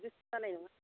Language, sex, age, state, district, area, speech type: Bodo, female, 45-60, Assam, Udalguri, rural, conversation